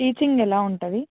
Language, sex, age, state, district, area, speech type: Telugu, female, 18-30, Andhra Pradesh, Annamaya, rural, conversation